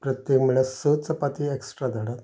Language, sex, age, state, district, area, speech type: Goan Konkani, male, 45-60, Goa, Canacona, rural, spontaneous